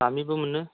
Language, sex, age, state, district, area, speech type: Bodo, male, 30-45, Assam, Chirang, rural, conversation